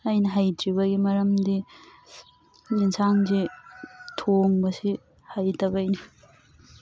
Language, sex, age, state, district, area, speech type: Manipuri, female, 18-30, Manipur, Thoubal, rural, spontaneous